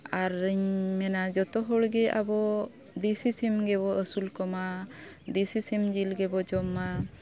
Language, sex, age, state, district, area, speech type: Santali, female, 30-45, Jharkhand, Bokaro, rural, spontaneous